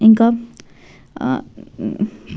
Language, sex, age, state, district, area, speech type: Telugu, female, 18-30, Telangana, Medchal, urban, spontaneous